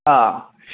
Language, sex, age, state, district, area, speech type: Sindhi, male, 45-60, Gujarat, Kutch, urban, conversation